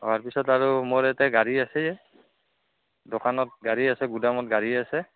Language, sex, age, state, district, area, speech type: Assamese, male, 30-45, Assam, Udalguri, rural, conversation